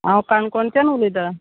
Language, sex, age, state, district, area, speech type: Goan Konkani, female, 45-60, Goa, Salcete, rural, conversation